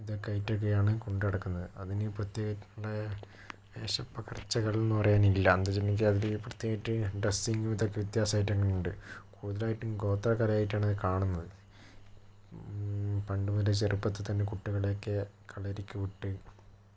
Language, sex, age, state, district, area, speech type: Malayalam, male, 30-45, Kerala, Kozhikode, urban, spontaneous